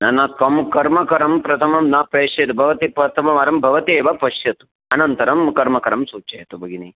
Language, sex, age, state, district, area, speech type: Sanskrit, male, 45-60, Karnataka, Uttara Kannada, urban, conversation